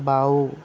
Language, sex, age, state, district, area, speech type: Assamese, male, 18-30, Assam, Sonitpur, urban, read